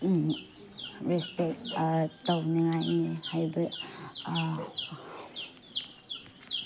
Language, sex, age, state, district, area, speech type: Manipuri, female, 18-30, Manipur, Chandel, rural, spontaneous